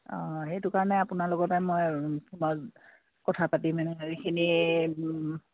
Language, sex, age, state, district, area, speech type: Assamese, female, 60+, Assam, Dibrugarh, rural, conversation